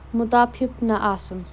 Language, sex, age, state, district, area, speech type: Kashmiri, female, 18-30, Jammu and Kashmir, Kulgam, rural, read